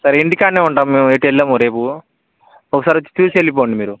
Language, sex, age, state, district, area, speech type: Telugu, male, 18-30, Telangana, Bhadradri Kothagudem, urban, conversation